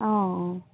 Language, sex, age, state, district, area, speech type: Assamese, female, 18-30, Assam, Majuli, urban, conversation